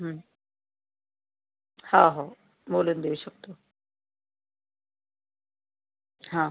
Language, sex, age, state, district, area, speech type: Marathi, female, 30-45, Maharashtra, Yavatmal, rural, conversation